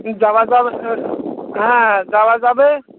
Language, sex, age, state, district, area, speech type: Bengali, male, 60+, West Bengal, North 24 Parganas, rural, conversation